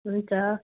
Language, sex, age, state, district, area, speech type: Nepali, female, 45-60, West Bengal, Jalpaiguri, urban, conversation